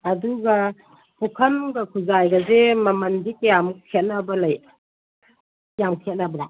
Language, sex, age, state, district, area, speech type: Manipuri, female, 45-60, Manipur, Kangpokpi, urban, conversation